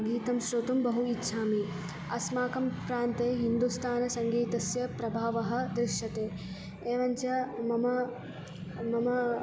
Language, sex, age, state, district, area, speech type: Sanskrit, female, 18-30, Karnataka, Belgaum, urban, spontaneous